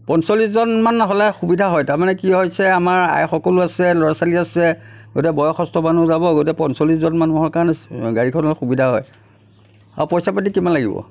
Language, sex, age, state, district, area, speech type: Assamese, male, 60+, Assam, Nagaon, rural, spontaneous